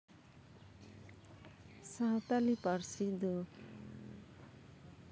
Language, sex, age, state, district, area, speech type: Santali, female, 30-45, West Bengal, Jhargram, rural, spontaneous